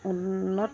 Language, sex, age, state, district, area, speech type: Assamese, female, 45-60, Assam, Dibrugarh, rural, spontaneous